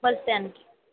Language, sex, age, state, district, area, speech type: Telugu, female, 30-45, Andhra Pradesh, East Godavari, rural, conversation